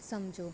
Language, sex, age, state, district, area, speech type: Punjabi, female, 18-30, Punjab, Rupnagar, urban, spontaneous